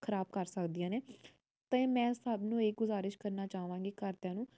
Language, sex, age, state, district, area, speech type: Punjabi, female, 18-30, Punjab, Jalandhar, urban, spontaneous